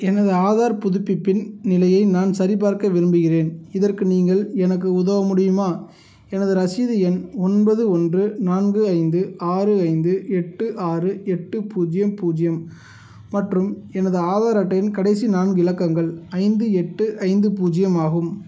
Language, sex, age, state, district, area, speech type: Tamil, male, 30-45, Tamil Nadu, Tiruchirappalli, rural, read